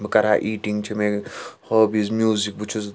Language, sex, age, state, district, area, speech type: Kashmiri, male, 18-30, Jammu and Kashmir, Srinagar, urban, spontaneous